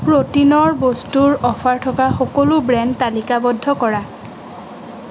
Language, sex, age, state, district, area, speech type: Assamese, female, 18-30, Assam, Sonitpur, urban, read